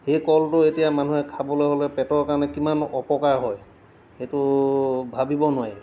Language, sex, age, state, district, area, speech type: Assamese, male, 45-60, Assam, Golaghat, urban, spontaneous